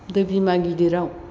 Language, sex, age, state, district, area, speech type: Bodo, female, 60+, Assam, Chirang, rural, spontaneous